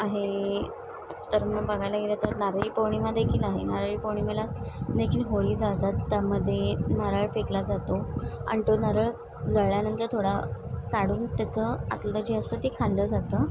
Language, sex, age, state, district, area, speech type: Marathi, female, 18-30, Maharashtra, Mumbai Suburban, urban, spontaneous